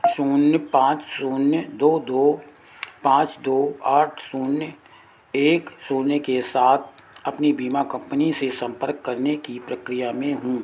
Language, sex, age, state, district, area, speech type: Hindi, male, 60+, Uttar Pradesh, Sitapur, rural, read